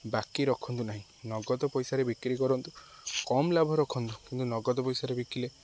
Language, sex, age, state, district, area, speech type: Odia, male, 18-30, Odisha, Jagatsinghpur, rural, spontaneous